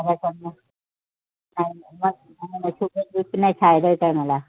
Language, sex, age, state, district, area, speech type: Marathi, female, 45-60, Maharashtra, Nagpur, urban, conversation